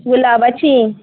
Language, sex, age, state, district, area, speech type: Goan Konkani, female, 30-45, Goa, Murmgao, rural, conversation